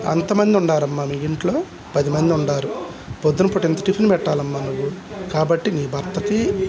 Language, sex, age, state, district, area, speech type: Telugu, male, 60+, Andhra Pradesh, Guntur, urban, spontaneous